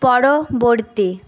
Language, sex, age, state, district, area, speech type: Bengali, female, 18-30, West Bengal, Nadia, rural, read